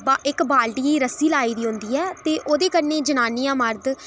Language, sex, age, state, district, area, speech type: Dogri, female, 18-30, Jammu and Kashmir, Udhampur, rural, spontaneous